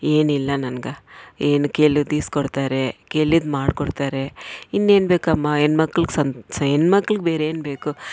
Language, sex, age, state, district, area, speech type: Kannada, female, 45-60, Karnataka, Bangalore Rural, rural, spontaneous